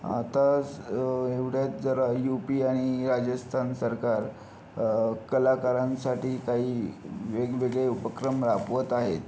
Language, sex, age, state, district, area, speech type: Marathi, male, 30-45, Maharashtra, Yavatmal, urban, spontaneous